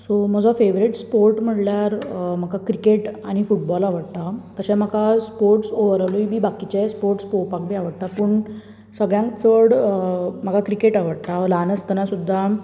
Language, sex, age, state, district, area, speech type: Goan Konkani, female, 18-30, Goa, Bardez, urban, spontaneous